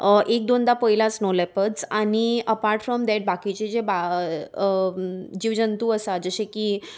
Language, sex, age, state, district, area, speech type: Goan Konkani, female, 30-45, Goa, Salcete, urban, spontaneous